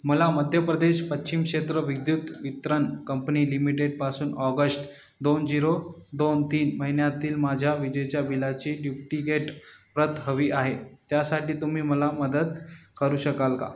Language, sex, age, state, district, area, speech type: Marathi, male, 18-30, Maharashtra, Nanded, urban, read